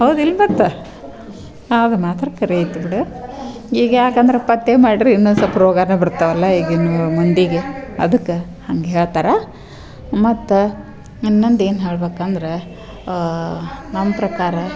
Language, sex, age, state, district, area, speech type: Kannada, female, 45-60, Karnataka, Dharwad, rural, spontaneous